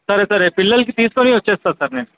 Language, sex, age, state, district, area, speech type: Telugu, male, 30-45, Andhra Pradesh, Krishna, urban, conversation